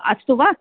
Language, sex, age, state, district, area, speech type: Sanskrit, female, 45-60, Tamil Nadu, Chennai, urban, conversation